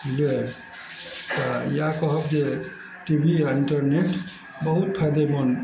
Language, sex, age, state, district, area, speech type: Maithili, male, 60+, Bihar, Araria, rural, spontaneous